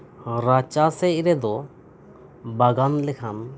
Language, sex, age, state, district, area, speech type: Santali, male, 30-45, West Bengal, Birbhum, rural, spontaneous